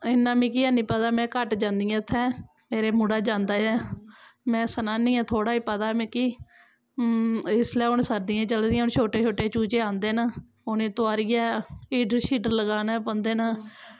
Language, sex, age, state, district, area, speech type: Dogri, female, 30-45, Jammu and Kashmir, Kathua, rural, spontaneous